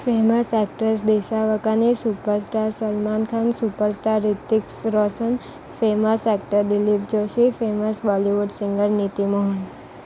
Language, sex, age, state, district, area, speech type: Gujarati, female, 18-30, Gujarat, Valsad, rural, spontaneous